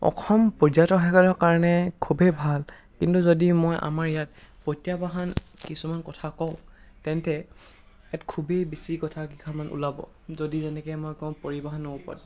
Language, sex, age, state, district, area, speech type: Assamese, male, 18-30, Assam, Charaideo, urban, spontaneous